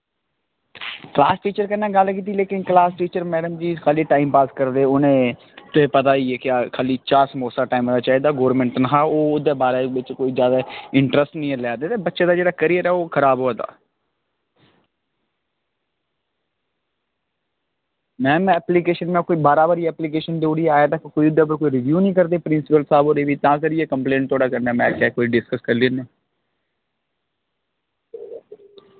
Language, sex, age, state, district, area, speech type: Dogri, male, 18-30, Jammu and Kashmir, Kathua, rural, conversation